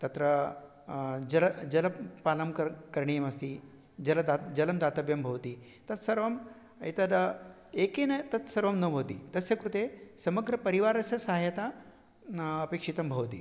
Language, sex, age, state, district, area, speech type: Sanskrit, male, 60+, Maharashtra, Nagpur, urban, spontaneous